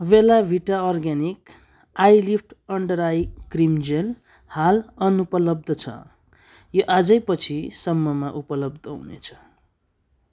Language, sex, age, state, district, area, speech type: Nepali, male, 18-30, West Bengal, Darjeeling, rural, read